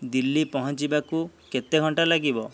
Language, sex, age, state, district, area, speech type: Odia, male, 30-45, Odisha, Dhenkanal, rural, read